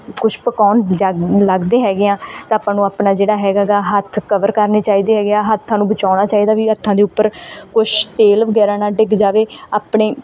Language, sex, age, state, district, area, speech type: Punjabi, female, 18-30, Punjab, Bathinda, rural, spontaneous